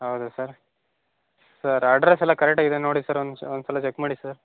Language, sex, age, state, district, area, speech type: Kannada, male, 18-30, Karnataka, Chitradurga, rural, conversation